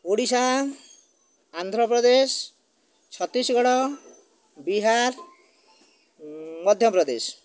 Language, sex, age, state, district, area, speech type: Odia, male, 60+, Odisha, Jagatsinghpur, rural, spontaneous